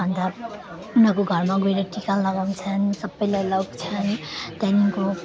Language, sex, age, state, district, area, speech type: Nepali, female, 18-30, West Bengal, Alipurduar, urban, spontaneous